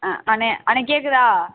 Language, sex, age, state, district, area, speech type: Tamil, female, 18-30, Tamil Nadu, Sivaganga, rural, conversation